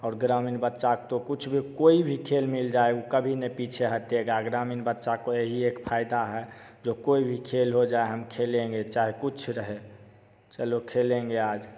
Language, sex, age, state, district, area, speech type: Hindi, male, 18-30, Bihar, Begusarai, rural, spontaneous